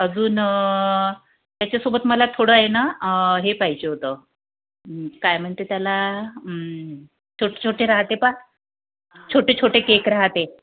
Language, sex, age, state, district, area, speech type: Marathi, female, 30-45, Maharashtra, Amravati, urban, conversation